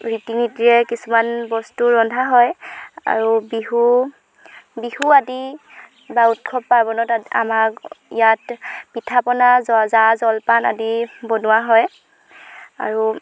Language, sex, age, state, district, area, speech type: Assamese, female, 18-30, Assam, Dhemaji, rural, spontaneous